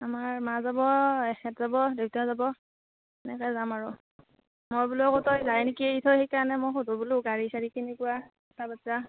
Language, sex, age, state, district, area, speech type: Assamese, female, 60+, Assam, Darrang, rural, conversation